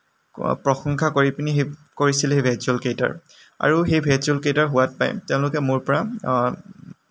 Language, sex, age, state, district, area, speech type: Assamese, male, 18-30, Assam, Lakhimpur, rural, spontaneous